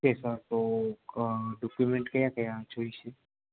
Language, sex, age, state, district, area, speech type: Gujarati, male, 18-30, Gujarat, Ahmedabad, rural, conversation